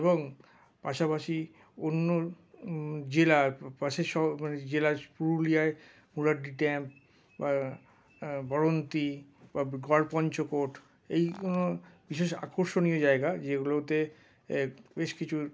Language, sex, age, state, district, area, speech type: Bengali, male, 60+, West Bengal, Paschim Bardhaman, urban, spontaneous